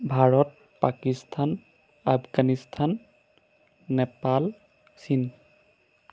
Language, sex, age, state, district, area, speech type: Assamese, male, 30-45, Assam, Jorhat, urban, spontaneous